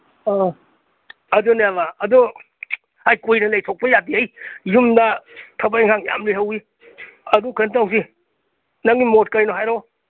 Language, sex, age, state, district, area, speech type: Manipuri, male, 60+, Manipur, Imphal East, rural, conversation